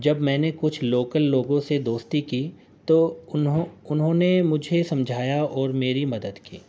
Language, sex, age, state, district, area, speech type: Urdu, male, 45-60, Uttar Pradesh, Gautam Buddha Nagar, urban, spontaneous